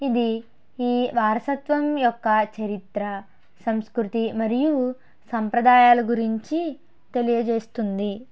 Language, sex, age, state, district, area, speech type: Telugu, female, 18-30, Andhra Pradesh, Konaseema, rural, spontaneous